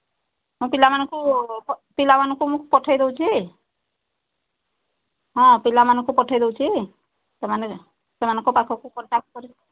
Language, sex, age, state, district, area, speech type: Odia, female, 45-60, Odisha, Sambalpur, rural, conversation